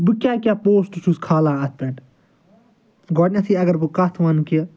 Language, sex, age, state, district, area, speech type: Kashmiri, male, 30-45, Jammu and Kashmir, Ganderbal, rural, spontaneous